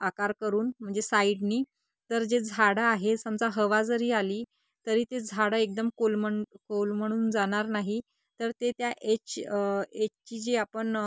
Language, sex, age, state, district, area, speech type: Marathi, female, 30-45, Maharashtra, Nagpur, urban, spontaneous